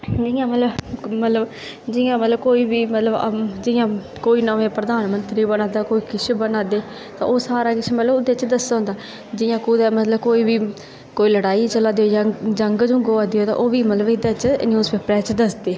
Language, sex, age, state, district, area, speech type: Dogri, female, 18-30, Jammu and Kashmir, Kathua, rural, spontaneous